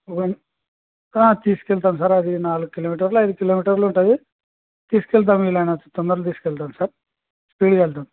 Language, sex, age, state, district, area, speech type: Telugu, male, 18-30, Andhra Pradesh, Kurnool, urban, conversation